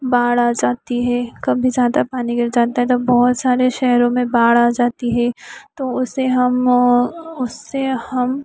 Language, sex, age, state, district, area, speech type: Hindi, female, 18-30, Madhya Pradesh, Harda, urban, spontaneous